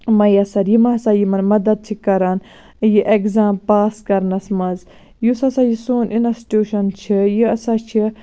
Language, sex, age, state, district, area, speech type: Kashmiri, female, 45-60, Jammu and Kashmir, Baramulla, rural, spontaneous